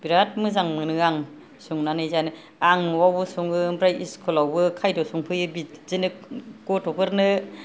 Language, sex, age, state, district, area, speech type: Bodo, female, 60+, Assam, Kokrajhar, rural, spontaneous